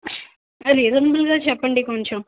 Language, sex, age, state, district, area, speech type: Telugu, female, 30-45, Andhra Pradesh, Nandyal, rural, conversation